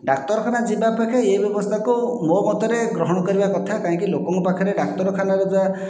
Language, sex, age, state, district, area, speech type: Odia, male, 45-60, Odisha, Khordha, rural, spontaneous